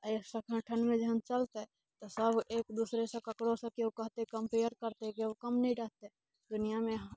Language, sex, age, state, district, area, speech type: Maithili, female, 18-30, Bihar, Muzaffarpur, urban, spontaneous